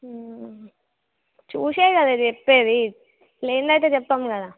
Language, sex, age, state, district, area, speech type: Telugu, female, 18-30, Telangana, Jagtial, urban, conversation